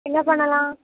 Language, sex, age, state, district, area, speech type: Tamil, female, 18-30, Tamil Nadu, Thoothukudi, urban, conversation